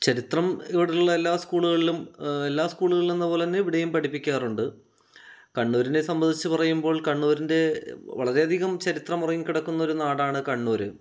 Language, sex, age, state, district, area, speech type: Malayalam, male, 30-45, Kerala, Kannur, rural, spontaneous